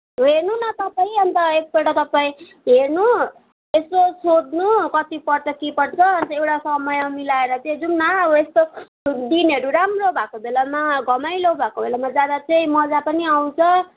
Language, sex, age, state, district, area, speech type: Nepali, female, 18-30, West Bengal, Darjeeling, rural, conversation